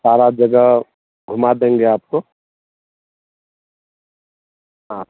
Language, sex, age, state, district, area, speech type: Hindi, male, 45-60, Bihar, Madhepura, rural, conversation